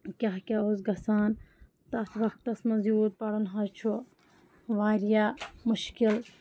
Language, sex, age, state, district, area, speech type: Kashmiri, female, 30-45, Jammu and Kashmir, Kulgam, rural, spontaneous